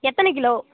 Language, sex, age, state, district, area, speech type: Tamil, male, 18-30, Tamil Nadu, Nagapattinam, rural, conversation